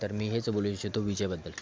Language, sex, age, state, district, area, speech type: Marathi, male, 18-30, Maharashtra, Thane, urban, spontaneous